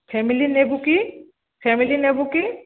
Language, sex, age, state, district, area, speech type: Odia, female, 45-60, Odisha, Sambalpur, rural, conversation